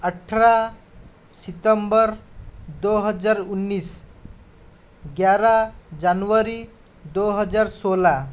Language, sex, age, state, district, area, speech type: Hindi, male, 30-45, Rajasthan, Jaipur, urban, spontaneous